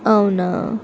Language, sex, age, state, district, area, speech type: Telugu, female, 45-60, Andhra Pradesh, Visakhapatnam, urban, spontaneous